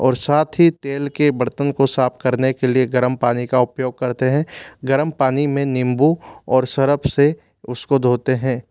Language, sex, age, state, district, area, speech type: Hindi, male, 30-45, Madhya Pradesh, Bhopal, urban, spontaneous